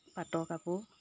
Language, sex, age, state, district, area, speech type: Assamese, female, 60+, Assam, Morigaon, rural, spontaneous